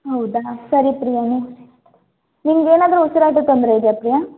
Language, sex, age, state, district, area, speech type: Kannada, female, 18-30, Karnataka, Tumkur, rural, conversation